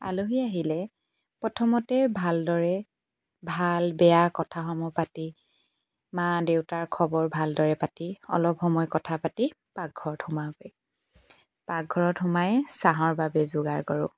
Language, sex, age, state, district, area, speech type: Assamese, female, 18-30, Assam, Tinsukia, urban, spontaneous